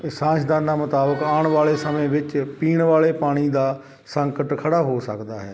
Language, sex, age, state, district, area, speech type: Punjabi, male, 45-60, Punjab, Shaheed Bhagat Singh Nagar, urban, spontaneous